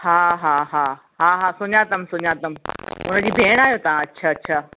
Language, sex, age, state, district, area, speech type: Sindhi, female, 45-60, Rajasthan, Ajmer, urban, conversation